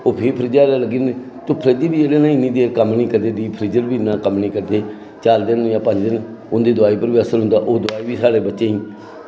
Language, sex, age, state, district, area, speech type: Dogri, male, 60+, Jammu and Kashmir, Samba, rural, spontaneous